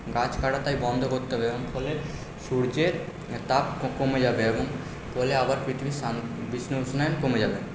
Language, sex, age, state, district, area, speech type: Bengali, male, 45-60, West Bengal, Purba Bardhaman, urban, spontaneous